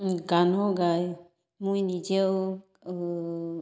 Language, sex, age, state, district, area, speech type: Assamese, female, 30-45, Assam, Goalpara, urban, spontaneous